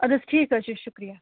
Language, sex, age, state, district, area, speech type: Kashmiri, female, 30-45, Jammu and Kashmir, Kupwara, rural, conversation